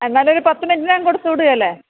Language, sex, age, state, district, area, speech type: Malayalam, female, 60+, Kerala, Thiruvananthapuram, rural, conversation